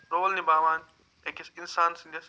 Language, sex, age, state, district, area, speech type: Kashmiri, male, 45-60, Jammu and Kashmir, Budgam, urban, spontaneous